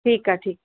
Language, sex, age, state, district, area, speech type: Sindhi, female, 45-60, Maharashtra, Thane, urban, conversation